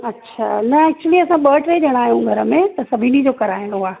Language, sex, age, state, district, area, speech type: Sindhi, female, 30-45, Uttar Pradesh, Lucknow, urban, conversation